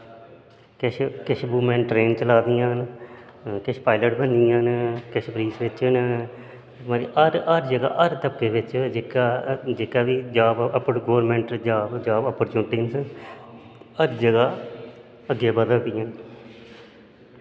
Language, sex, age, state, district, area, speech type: Dogri, male, 30-45, Jammu and Kashmir, Udhampur, urban, spontaneous